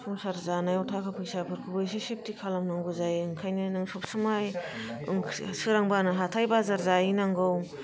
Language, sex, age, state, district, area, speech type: Bodo, female, 30-45, Assam, Kokrajhar, rural, spontaneous